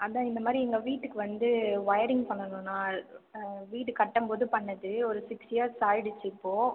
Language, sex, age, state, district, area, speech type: Tamil, female, 18-30, Tamil Nadu, Viluppuram, urban, conversation